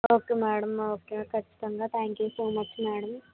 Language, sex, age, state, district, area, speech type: Telugu, female, 60+, Andhra Pradesh, Kakinada, rural, conversation